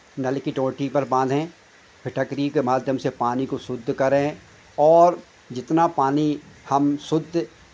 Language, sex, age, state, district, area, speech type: Hindi, male, 60+, Madhya Pradesh, Hoshangabad, urban, spontaneous